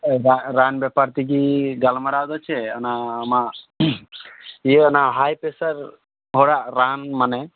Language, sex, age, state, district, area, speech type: Santali, male, 18-30, West Bengal, Malda, rural, conversation